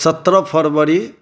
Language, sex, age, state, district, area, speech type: Maithili, male, 30-45, Bihar, Madhubani, urban, spontaneous